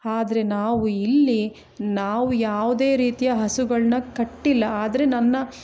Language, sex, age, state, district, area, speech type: Kannada, female, 30-45, Karnataka, Chikkamagaluru, rural, spontaneous